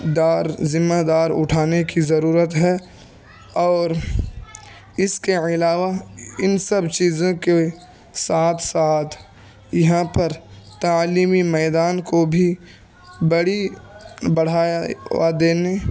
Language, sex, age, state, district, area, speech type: Urdu, male, 18-30, Uttar Pradesh, Ghaziabad, rural, spontaneous